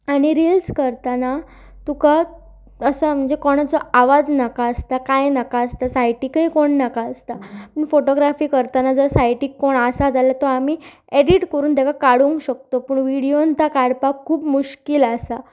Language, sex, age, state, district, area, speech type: Goan Konkani, female, 18-30, Goa, Pernem, rural, spontaneous